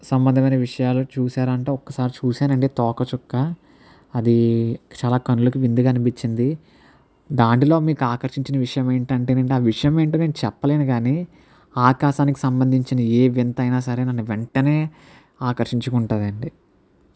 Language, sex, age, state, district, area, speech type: Telugu, male, 60+, Andhra Pradesh, Kakinada, rural, spontaneous